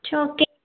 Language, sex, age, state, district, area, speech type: Tamil, female, 45-60, Tamil Nadu, Madurai, urban, conversation